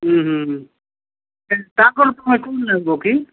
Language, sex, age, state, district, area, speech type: Odia, male, 45-60, Odisha, Nabarangpur, rural, conversation